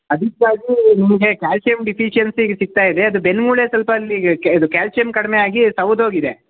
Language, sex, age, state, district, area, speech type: Kannada, male, 18-30, Karnataka, Shimoga, rural, conversation